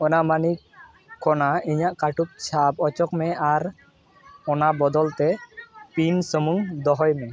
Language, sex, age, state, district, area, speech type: Santali, male, 18-30, West Bengal, Dakshin Dinajpur, rural, read